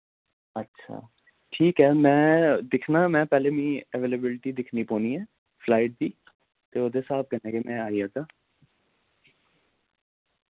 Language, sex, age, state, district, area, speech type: Dogri, male, 18-30, Jammu and Kashmir, Jammu, urban, conversation